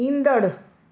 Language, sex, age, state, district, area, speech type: Sindhi, female, 60+, Delhi, South Delhi, urban, read